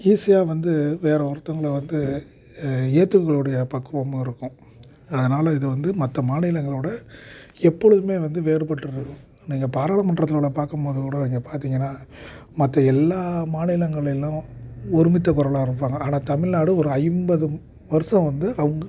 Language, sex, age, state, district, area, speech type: Tamil, male, 30-45, Tamil Nadu, Perambalur, urban, spontaneous